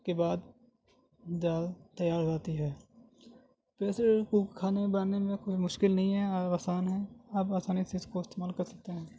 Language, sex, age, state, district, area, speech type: Urdu, male, 30-45, Delhi, Central Delhi, urban, spontaneous